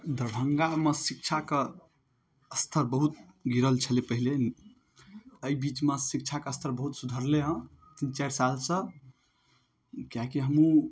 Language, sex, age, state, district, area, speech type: Maithili, male, 18-30, Bihar, Darbhanga, rural, spontaneous